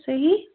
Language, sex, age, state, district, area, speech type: Kashmiri, female, 45-60, Jammu and Kashmir, Bandipora, rural, conversation